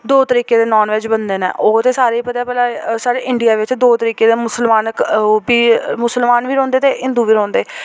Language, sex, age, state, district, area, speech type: Dogri, female, 18-30, Jammu and Kashmir, Jammu, rural, spontaneous